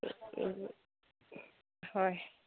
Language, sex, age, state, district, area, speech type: Assamese, female, 30-45, Assam, Biswanath, rural, conversation